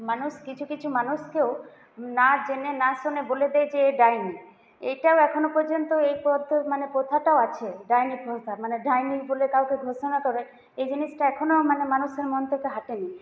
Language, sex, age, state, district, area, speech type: Bengali, female, 18-30, West Bengal, Paschim Bardhaman, urban, spontaneous